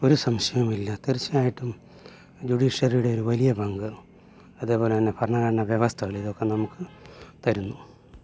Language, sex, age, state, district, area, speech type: Malayalam, male, 45-60, Kerala, Alappuzha, urban, spontaneous